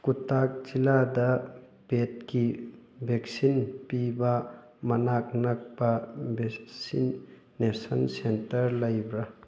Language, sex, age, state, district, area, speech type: Manipuri, male, 18-30, Manipur, Thoubal, rural, read